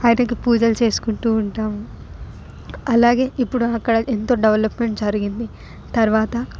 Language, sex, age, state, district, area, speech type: Telugu, female, 18-30, Telangana, Hyderabad, urban, spontaneous